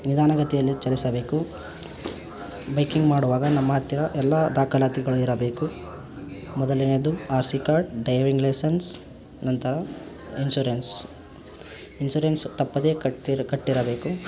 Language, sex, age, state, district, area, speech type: Kannada, male, 18-30, Karnataka, Koppal, rural, spontaneous